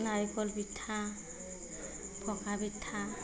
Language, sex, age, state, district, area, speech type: Assamese, female, 45-60, Assam, Darrang, rural, spontaneous